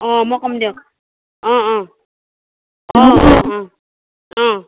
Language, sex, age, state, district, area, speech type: Assamese, female, 45-60, Assam, Morigaon, rural, conversation